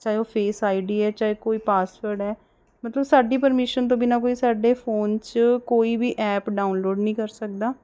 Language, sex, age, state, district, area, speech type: Punjabi, female, 30-45, Punjab, Mohali, urban, spontaneous